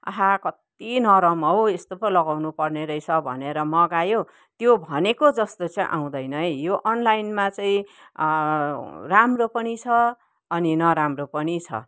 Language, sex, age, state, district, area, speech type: Nepali, female, 60+, West Bengal, Kalimpong, rural, spontaneous